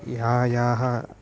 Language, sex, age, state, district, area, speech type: Sanskrit, male, 18-30, Karnataka, Uttara Kannada, rural, spontaneous